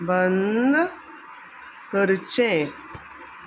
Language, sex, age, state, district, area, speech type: Goan Konkani, female, 45-60, Goa, Quepem, rural, read